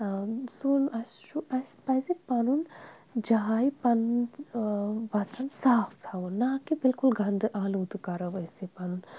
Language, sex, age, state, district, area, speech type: Kashmiri, female, 18-30, Jammu and Kashmir, Srinagar, urban, spontaneous